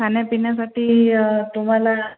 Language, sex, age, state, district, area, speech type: Marathi, female, 45-60, Maharashtra, Akola, urban, conversation